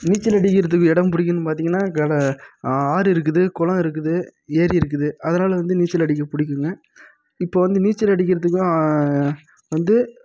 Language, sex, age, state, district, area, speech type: Tamil, male, 18-30, Tamil Nadu, Krishnagiri, rural, spontaneous